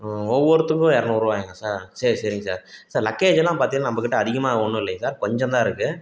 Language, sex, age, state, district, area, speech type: Tamil, male, 30-45, Tamil Nadu, Salem, urban, spontaneous